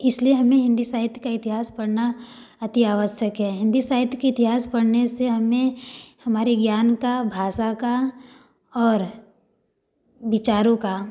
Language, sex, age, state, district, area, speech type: Hindi, female, 18-30, Uttar Pradesh, Varanasi, rural, spontaneous